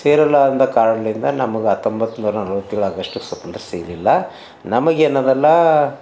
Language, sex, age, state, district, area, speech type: Kannada, male, 60+, Karnataka, Bidar, urban, spontaneous